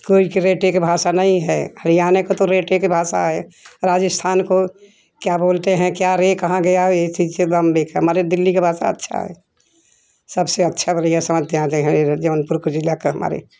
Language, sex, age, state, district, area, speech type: Hindi, female, 60+, Uttar Pradesh, Jaunpur, urban, spontaneous